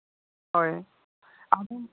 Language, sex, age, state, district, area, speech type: Santali, male, 45-60, Odisha, Mayurbhanj, rural, conversation